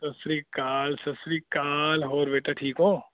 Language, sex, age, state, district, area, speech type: Punjabi, male, 30-45, Punjab, Mansa, urban, conversation